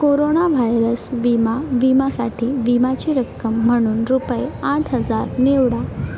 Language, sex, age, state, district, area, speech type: Marathi, female, 18-30, Maharashtra, Mumbai Suburban, urban, read